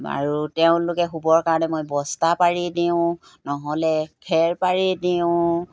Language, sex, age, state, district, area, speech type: Assamese, female, 45-60, Assam, Golaghat, rural, spontaneous